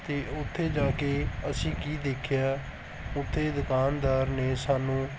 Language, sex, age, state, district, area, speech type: Punjabi, male, 18-30, Punjab, Barnala, rural, spontaneous